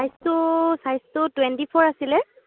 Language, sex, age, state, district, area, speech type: Assamese, female, 30-45, Assam, Dibrugarh, rural, conversation